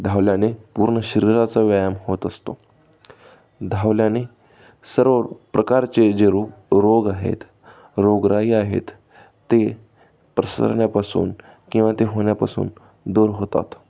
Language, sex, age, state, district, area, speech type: Marathi, male, 18-30, Maharashtra, Pune, urban, spontaneous